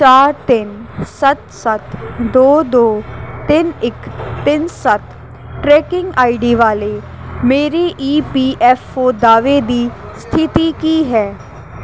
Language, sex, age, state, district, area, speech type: Punjabi, female, 18-30, Punjab, Jalandhar, urban, read